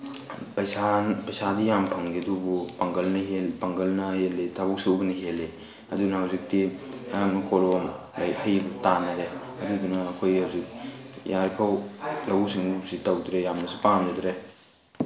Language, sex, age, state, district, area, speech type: Manipuri, male, 18-30, Manipur, Tengnoupal, rural, spontaneous